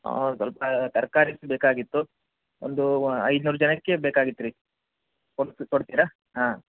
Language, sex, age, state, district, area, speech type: Kannada, male, 30-45, Karnataka, Bellary, rural, conversation